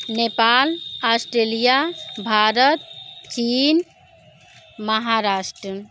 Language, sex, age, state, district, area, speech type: Hindi, female, 45-60, Uttar Pradesh, Mirzapur, rural, spontaneous